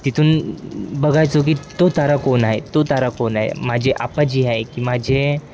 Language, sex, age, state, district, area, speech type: Marathi, male, 18-30, Maharashtra, Wardha, urban, spontaneous